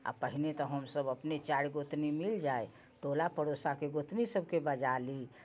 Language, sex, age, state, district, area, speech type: Maithili, female, 60+, Bihar, Muzaffarpur, rural, spontaneous